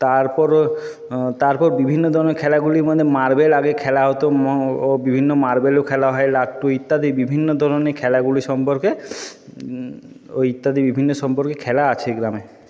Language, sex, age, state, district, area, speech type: Bengali, male, 30-45, West Bengal, Jhargram, rural, spontaneous